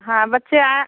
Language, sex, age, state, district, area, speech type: Hindi, female, 30-45, Uttar Pradesh, Bhadohi, urban, conversation